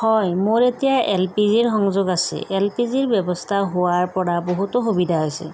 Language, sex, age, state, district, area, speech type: Assamese, female, 30-45, Assam, Sonitpur, rural, spontaneous